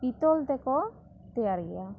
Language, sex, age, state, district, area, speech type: Santali, female, 18-30, West Bengal, Bankura, rural, spontaneous